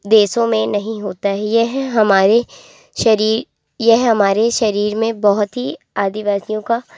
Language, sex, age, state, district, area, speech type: Hindi, female, 18-30, Madhya Pradesh, Jabalpur, urban, spontaneous